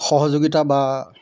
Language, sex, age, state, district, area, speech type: Assamese, male, 45-60, Assam, Golaghat, urban, spontaneous